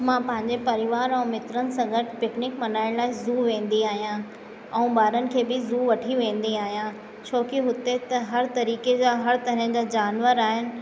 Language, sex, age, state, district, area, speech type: Sindhi, female, 45-60, Uttar Pradesh, Lucknow, rural, spontaneous